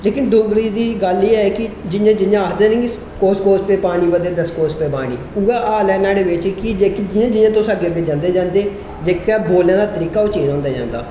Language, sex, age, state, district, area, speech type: Dogri, male, 18-30, Jammu and Kashmir, Reasi, rural, spontaneous